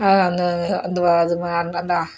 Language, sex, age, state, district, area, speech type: Tamil, female, 60+, Tamil Nadu, Dharmapuri, urban, spontaneous